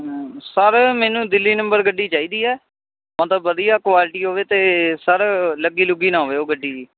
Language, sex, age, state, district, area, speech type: Punjabi, male, 18-30, Punjab, Shaheed Bhagat Singh Nagar, rural, conversation